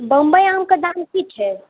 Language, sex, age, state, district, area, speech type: Maithili, male, 18-30, Bihar, Muzaffarpur, urban, conversation